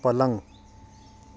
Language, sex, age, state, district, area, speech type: Hindi, male, 30-45, Madhya Pradesh, Hoshangabad, rural, read